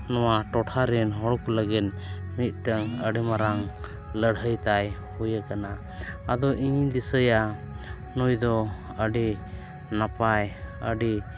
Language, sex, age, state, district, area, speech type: Santali, male, 30-45, Jharkhand, East Singhbhum, rural, spontaneous